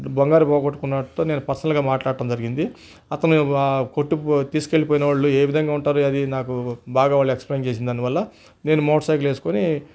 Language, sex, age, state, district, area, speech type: Telugu, male, 60+, Andhra Pradesh, Nellore, urban, spontaneous